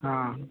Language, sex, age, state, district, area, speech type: Hindi, male, 60+, Madhya Pradesh, Balaghat, rural, conversation